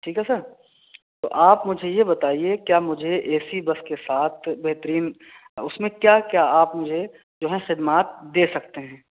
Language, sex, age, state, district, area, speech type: Urdu, male, 18-30, Delhi, South Delhi, urban, conversation